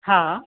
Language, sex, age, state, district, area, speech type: Sindhi, female, 30-45, Madhya Pradesh, Katni, rural, conversation